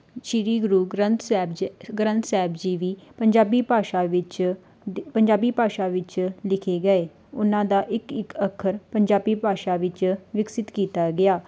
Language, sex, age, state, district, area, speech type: Punjabi, female, 18-30, Punjab, Tarn Taran, rural, spontaneous